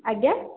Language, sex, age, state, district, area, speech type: Odia, female, 18-30, Odisha, Puri, urban, conversation